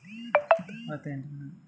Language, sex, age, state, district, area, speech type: Telugu, male, 30-45, Andhra Pradesh, Anakapalli, rural, spontaneous